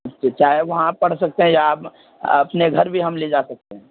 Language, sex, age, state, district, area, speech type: Urdu, male, 18-30, Bihar, Purnia, rural, conversation